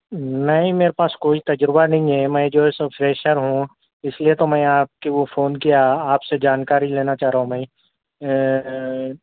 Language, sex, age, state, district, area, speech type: Urdu, male, 30-45, Telangana, Hyderabad, urban, conversation